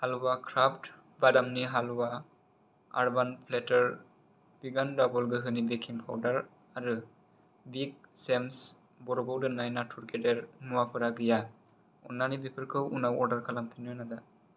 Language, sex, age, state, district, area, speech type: Bodo, male, 18-30, Assam, Chirang, urban, read